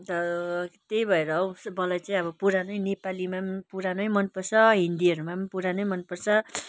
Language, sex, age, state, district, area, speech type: Nepali, female, 60+, West Bengal, Kalimpong, rural, spontaneous